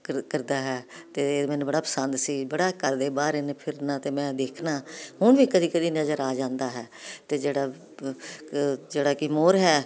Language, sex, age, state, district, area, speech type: Punjabi, female, 60+, Punjab, Jalandhar, urban, spontaneous